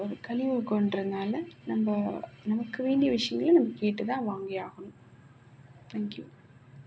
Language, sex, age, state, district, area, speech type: Tamil, female, 45-60, Tamil Nadu, Kanchipuram, urban, spontaneous